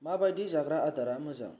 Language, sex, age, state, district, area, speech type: Bodo, male, 18-30, Assam, Kokrajhar, rural, read